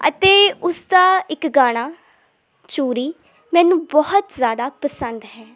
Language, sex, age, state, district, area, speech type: Punjabi, female, 18-30, Punjab, Hoshiarpur, rural, spontaneous